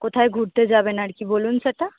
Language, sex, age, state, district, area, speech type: Bengali, female, 18-30, West Bengal, North 24 Parganas, urban, conversation